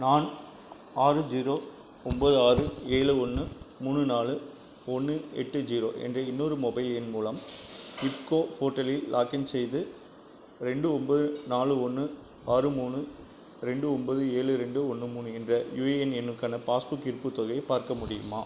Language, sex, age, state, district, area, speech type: Tamil, male, 45-60, Tamil Nadu, Krishnagiri, rural, read